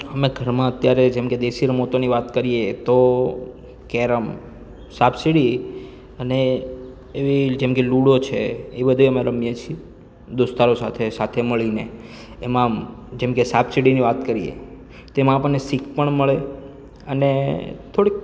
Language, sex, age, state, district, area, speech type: Gujarati, male, 30-45, Gujarat, Surat, rural, spontaneous